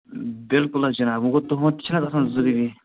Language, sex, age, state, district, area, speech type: Kashmiri, male, 30-45, Jammu and Kashmir, Bandipora, rural, conversation